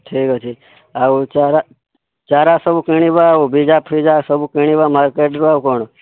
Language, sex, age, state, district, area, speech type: Odia, male, 18-30, Odisha, Boudh, rural, conversation